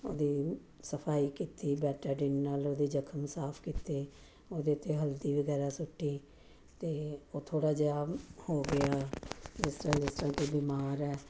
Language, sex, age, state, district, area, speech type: Punjabi, female, 45-60, Punjab, Jalandhar, urban, spontaneous